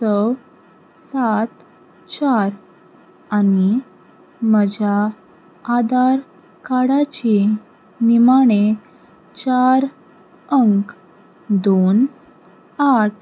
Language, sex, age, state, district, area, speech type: Goan Konkani, female, 18-30, Goa, Salcete, rural, read